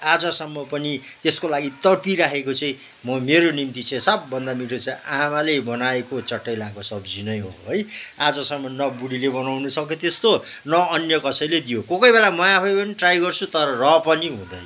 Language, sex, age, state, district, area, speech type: Nepali, male, 60+, West Bengal, Kalimpong, rural, spontaneous